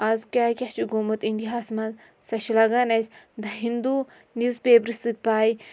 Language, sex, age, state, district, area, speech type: Kashmiri, female, 30-45, Jammu and Kashmir, Shopian, rural, spontaneous